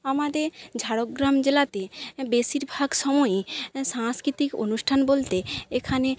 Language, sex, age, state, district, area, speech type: Bengali, female, 18-30, West Bengal, Jhargram, rural, spontaneous